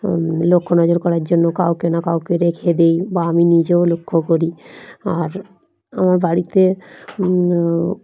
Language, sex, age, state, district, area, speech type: Bengali, female, 45-60, West Bengal, Dakshin Dinajpur, urban, spontaneous